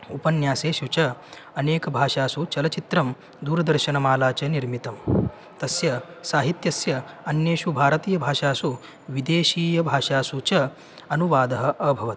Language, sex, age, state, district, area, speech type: Sanskrit, male, 18-30, Maharashtra, Solapur, rural, spontaneous